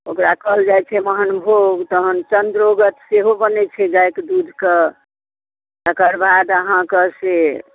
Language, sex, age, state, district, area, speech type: Maithili, female, 60+, Bihar, Darbhanga, urban, conversation